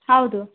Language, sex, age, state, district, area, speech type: Kannada, female, 30-45, Karnataka, Tumkur, rural, conversation